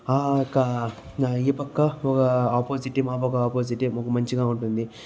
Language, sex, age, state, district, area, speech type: Telugu, male, 30-45, Andhra Pradesh, Chittoor, rural, spontaneous